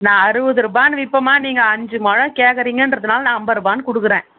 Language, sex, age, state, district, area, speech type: Tamil, female, 18-30, Tamil Nadu, Vellore, urban, conversation